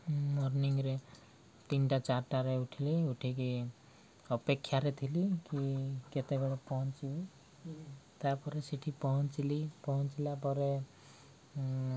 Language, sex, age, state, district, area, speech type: Odia, male, 30-45, Odisha, Koraput, urban, spontaneous